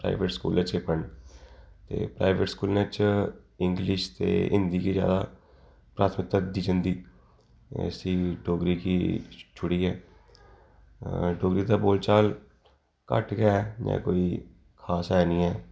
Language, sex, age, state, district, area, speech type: Dogri, male, 30-45, Jammu and Kashmir, Udhampur, urban, spontaneous